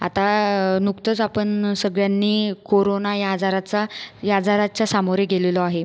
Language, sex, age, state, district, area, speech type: Marathi, female, 30-45, Maharashtra, Buldhana, rural, spontaneous